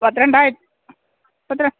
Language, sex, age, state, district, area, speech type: Malayalam, female, 60+, Kerala, Thiruvananthapuram, urban, conversation